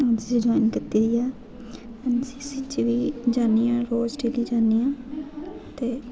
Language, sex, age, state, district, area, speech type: Dogri, female, 18-30, Jammu and Kashmir, Jammu, rural, spontaneous